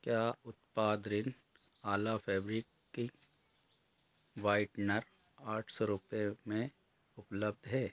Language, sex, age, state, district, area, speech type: Hindi, male, 45-60, Madhya Pradesh, Betul, rural, read